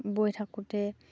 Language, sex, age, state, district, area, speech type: Assamese, female, 18-30, Assam, Sivasagar, rural, spontaneous